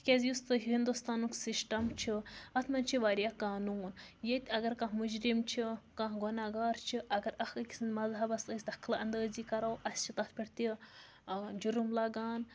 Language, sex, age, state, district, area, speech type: Kashmiri, female, 30-45, Jammu and Kashmir, Budgam, rural, spontaneous